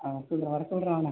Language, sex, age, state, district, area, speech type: Tamil, male, 18-30, Tamil Nadu, Kallakurichi, rural, conversation